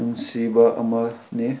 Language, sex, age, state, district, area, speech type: Manipuri, male, 18-30, Manipur, Senapati, rural, spontaneous